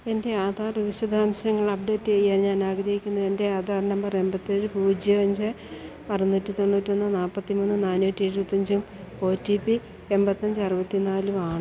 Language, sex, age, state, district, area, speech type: Malayalam, female, 60+, Kerala, Idukki, rural, read